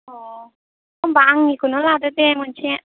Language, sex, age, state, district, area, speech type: Bodo, female, 18-30, Assam, Baksa, rural, conversation